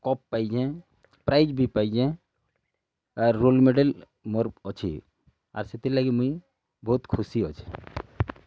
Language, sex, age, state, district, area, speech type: Odia, male, 30-45, Odisha, Bargarh, rural, spontaneous